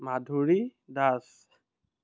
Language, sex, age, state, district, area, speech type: Assamese, male, 30-45, Assam, Biswanath, rural, spontaneous